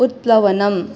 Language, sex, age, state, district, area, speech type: Sanskrit, female, 18-30, Manipur, Kangpokpi, rural, read